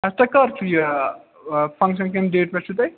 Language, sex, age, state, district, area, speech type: Kashmiri, male, 30-45, Jammu and Kashmir, Srinagar, urban, conversation